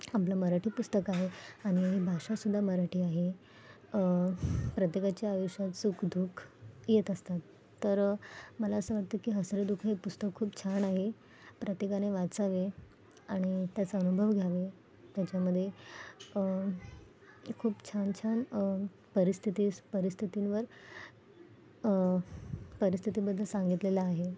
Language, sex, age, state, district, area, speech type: Marathi, female, 18-30, Maharashtra, Mumbai Suburban, urban, spontaneous